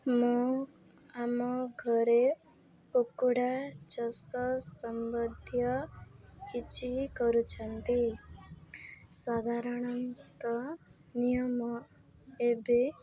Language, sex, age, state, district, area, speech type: Odia, female, 18-30, Odisha, Nabarangpur, urban, spontaneous